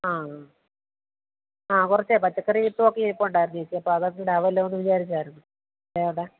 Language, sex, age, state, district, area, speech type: Malayalam, female, 30-45, Kerala, Alappuzha, rural, conversation